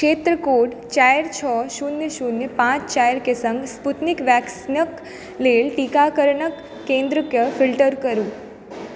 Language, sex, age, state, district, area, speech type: Maithili, female, 18-30, Bihar, Supaul, urban, read